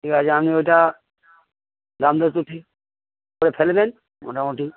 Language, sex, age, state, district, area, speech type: Bengali, male, 45-60, West Bengal, Darjeeling, rural, conversation